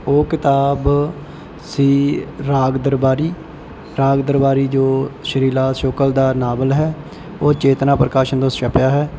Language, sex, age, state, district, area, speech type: Punjabi, male, 18-30, Punjab, Bathinda, rural, spontaneous